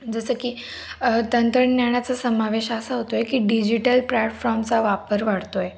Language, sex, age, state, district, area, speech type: Marathi, female, 18-30, Maharashtra, Nashik, urban, spontaneous